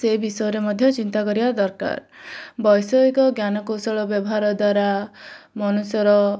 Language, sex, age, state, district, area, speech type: Odia, female, 18-30, Odisha, Bhadrak, rural, spontaneous